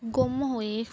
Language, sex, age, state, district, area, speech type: Punjabi, female, 30-45, Punjab, Mansa, urban, spontaneous